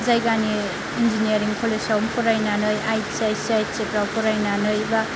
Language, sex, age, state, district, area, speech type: Bodo, female, 30-45, Assam, Kokrajhar, rural, spontaneous